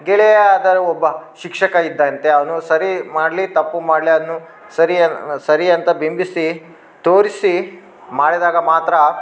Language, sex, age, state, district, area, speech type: Kannada, male, 18-30, Karnataka, Bellary, rural, spontaneous